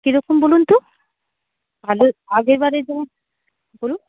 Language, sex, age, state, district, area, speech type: Bengali, female, 60+, West Bengal, Nadia, rural, conversation